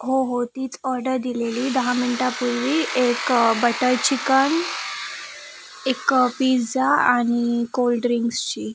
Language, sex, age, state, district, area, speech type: Marathi, female, 18-30, Maharashtra, Sindhudurg, rural, spontaneous